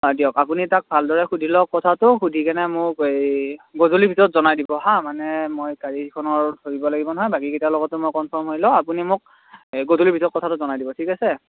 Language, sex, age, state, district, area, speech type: Assamese, male, 18-30, Assam, Morigaon, rural, conversation